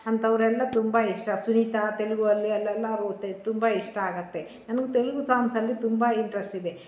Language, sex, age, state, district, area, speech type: Kannada, female, 30-45, Karnataka, Bangalore Rural, urban, spontaneous